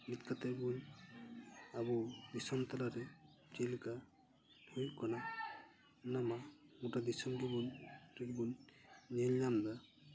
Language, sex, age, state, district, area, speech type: Santali, male, 18-30, West Bengal, Paschim Bardhaman, rural, spontaneous